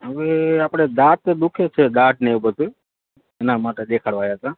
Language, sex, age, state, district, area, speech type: Gujarati, male, 30-45, Gujarat, Morbi, rural, conversation